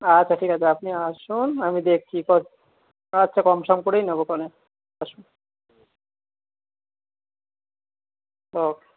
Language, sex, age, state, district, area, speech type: Bengali, male, 18-30, West Bengal, South 24 Parganas, urban, conversation